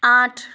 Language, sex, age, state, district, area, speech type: Assamese, female, 30-45, Assam, Nagaon, rural, read